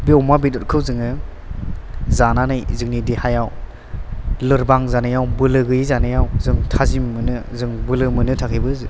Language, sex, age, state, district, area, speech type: Bodo, male, 18-30, Assam, Chirang, urban, spontaneous